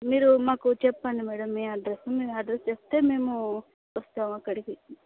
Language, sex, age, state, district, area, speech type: Telugu, female, 30-45, Andhra Pradesh, Visakhapatnam, urban, conversation